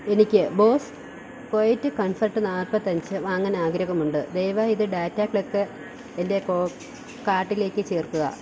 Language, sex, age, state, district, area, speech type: Malayalam, female, 30-45, Kerala, Thiruvananthapuram, rural, read